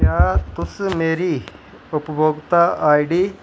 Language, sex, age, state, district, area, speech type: Dogri, male, 45-60, Jammu and Kashmir, Jammu, rural, read